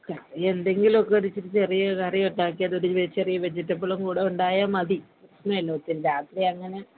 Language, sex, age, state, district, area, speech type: Malayalam, female, 30-45, Kerala, Idukki, rural, conversation